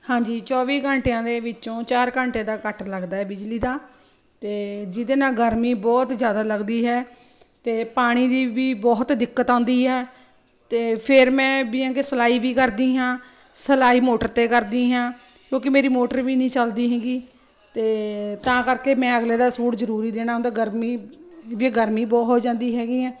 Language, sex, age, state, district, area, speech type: Punjabi, female, 45-60, Punjab, Ludhiana, urban, spontaneous